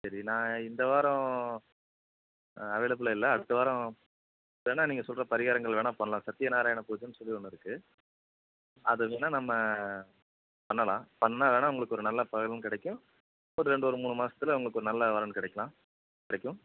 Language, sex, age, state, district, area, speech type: Tamil, male, 45-60, Tamil Nadu, Tenkasi, urban, conversation